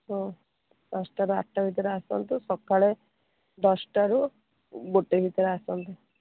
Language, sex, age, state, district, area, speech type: Odia, female, 45-60, Odisha, Sundergarh, urban, conversation